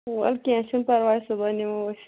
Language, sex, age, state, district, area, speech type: Kashmiri, female, 30-45, Jammu and Kashmir, Kulgam, rural, conversation